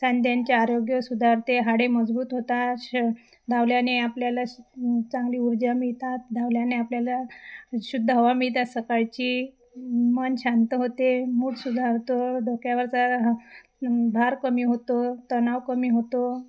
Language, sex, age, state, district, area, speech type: Marathi, female, 30-45, Maharashtra, Wardha, rural, spontaneous